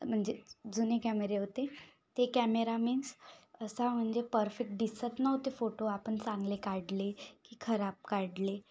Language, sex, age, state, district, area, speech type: Marathi, female, 18-30, Maharashtra, Yavatmal, rural, spontaneous